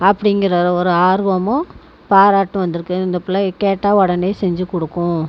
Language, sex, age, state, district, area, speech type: Tamil, female, 45-60, Tamil Nadu, Tiruchirappalli, rural, spontaneous